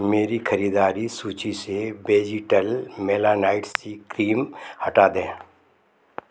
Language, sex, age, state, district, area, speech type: Hindi, male, 60+, Madhya Pradesh, Gwalior, rural, read